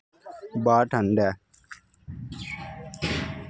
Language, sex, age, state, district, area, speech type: Dogri, male, 18-30, Jammu and Kashmir, Kathua, rural, read